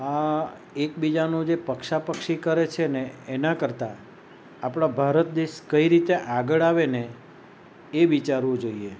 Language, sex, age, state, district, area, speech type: Gujarati, male, 45-60, Gujarat, Valsad, rural, spontaneous